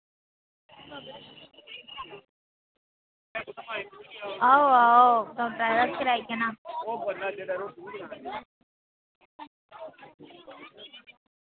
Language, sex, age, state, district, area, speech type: Dogri, female, 18-30, Jammu and Kashmir, Udhampur, rural, conversation